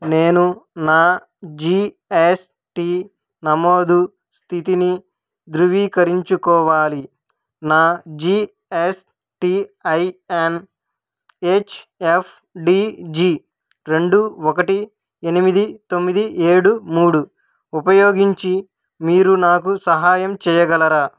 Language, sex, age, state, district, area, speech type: Telugu, male, 18-30, Andhra Pradesh, Krishna, urban, read